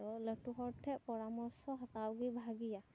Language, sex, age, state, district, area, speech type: Santali, female, 18-30, West Bengal, Purba Bardhaman, rural, spontaneous